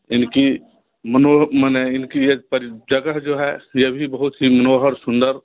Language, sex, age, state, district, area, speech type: Hindi, male, 60+, Bihar, Darbhanga, urban, conversation